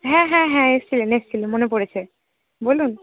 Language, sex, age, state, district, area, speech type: Bengali, female, 18-30, West Bengal, Cooch Behar, urban, conversation